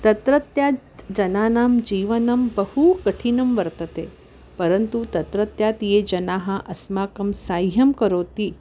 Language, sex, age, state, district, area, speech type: Sanskrit, female, 60+, Maharashtra, Wardha, urban, spontaneous